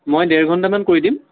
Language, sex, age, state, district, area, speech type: Assamese, male, 18-30, Assam, Dibrugarh, urban, conversation